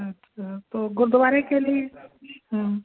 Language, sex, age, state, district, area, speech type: Hindi, female, 60+, Madhya Pradesh, Jabalpur, urban, conversation